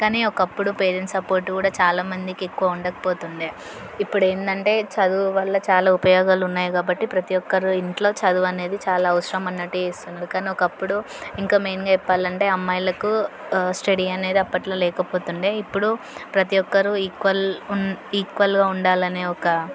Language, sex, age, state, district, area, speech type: Telugu, female, 18-30, Telangana, Yadadri Bhuvanagiri, urban, spontaneous